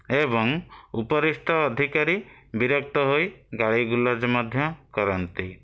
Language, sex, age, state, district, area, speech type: Odia, male, 60+, Odisha, Bhadrak, rural, spontaneous